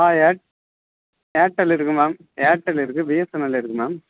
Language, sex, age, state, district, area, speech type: Tamil, male, 30-45, Tamil Nadu, Chennai, urban, conversation